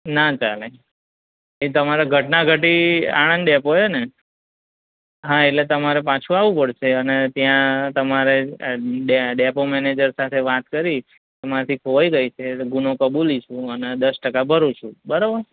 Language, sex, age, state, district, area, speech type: Gujarati, male, 30-45, Gujarat, Anand, rural, conversation